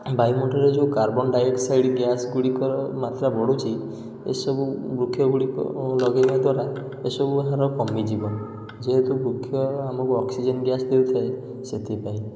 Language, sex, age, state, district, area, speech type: Odia, male, 18-30, Odisha, Puri, urban, spontaneous